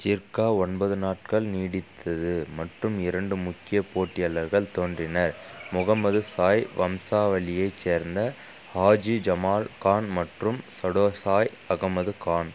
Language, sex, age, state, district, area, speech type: Tamil, male, 30-45, Tamil Nadu, Dharmapuri, rural, read